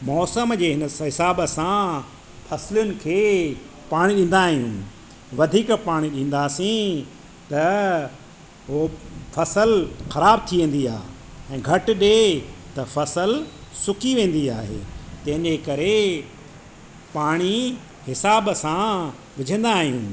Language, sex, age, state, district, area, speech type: Sindhi, male, 45-60, Madhya Pradesh, Katni, urban, spontaneous